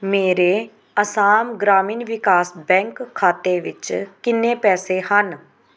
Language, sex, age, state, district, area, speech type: Punjabi, female, 30-45, Punjab, Pathankot, rural, read